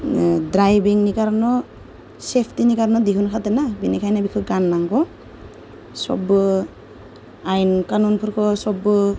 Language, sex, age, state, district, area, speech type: Bodo, female, 30-45, Assam, Goalpara, rural, spontaneous